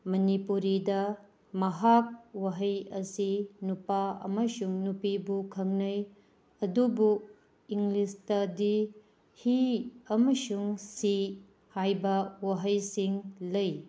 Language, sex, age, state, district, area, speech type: Manipuri, female, 30-45, Manipur, Tengnoupal, rural, spontaneous